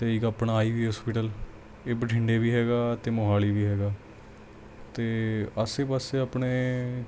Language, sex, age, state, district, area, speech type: Punjabi, male, 18-30, Punjab, Mansa, urban, spontaneous